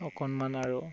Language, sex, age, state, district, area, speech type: Assamese, male, 18-30, Assam, Tinsukia, urban, spontaneous